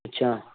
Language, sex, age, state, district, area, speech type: Sindhi, male, 18-30, Maharashtra, Thane, urban, conversation